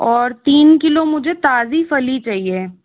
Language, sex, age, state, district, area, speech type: Hindi, female, 60+, Rajasthan, Jaipur, urban, conversation